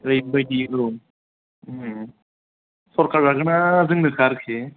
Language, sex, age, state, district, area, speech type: Bodo, male, 30-45, Assam, Kokrajhar, rural, conversation